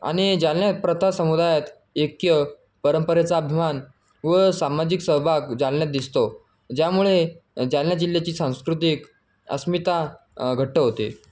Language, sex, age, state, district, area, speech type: Marathi, male, 18-30, Maharashtra, Jalna, urban, spontaneous